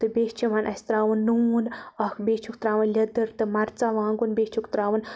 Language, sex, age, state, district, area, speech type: Kashmiri, female, 18-30, Jammu and Kashmir, Baramulla, rural, spontaneous